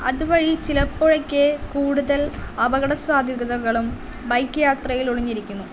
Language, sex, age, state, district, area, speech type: Malayalam, female, 18-30, Kerala, Palakkad, rural, spontaneous